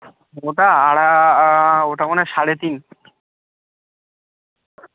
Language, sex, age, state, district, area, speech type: Bengali, male, 18-30, West Bengal, Birbhum, urban, conversation